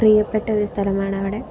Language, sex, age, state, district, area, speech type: Malayalam, female, 18-30, Kerala, Ernakulam, rural, spontaneous